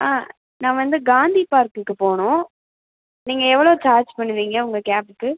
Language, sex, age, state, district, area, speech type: Tamil, female, 18-30, Tamil Nadu, Pudukkottai, rural, conversation